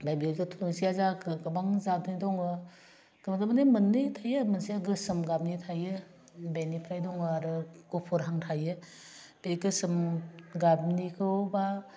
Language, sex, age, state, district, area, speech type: Bodo, female, 45-60, Assam, Udalguri, rural, spontaneous